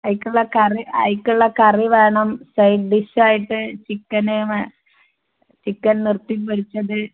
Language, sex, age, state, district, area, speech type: Malayalam, female, 30-45, Kerala, Malappuram, rural, conversation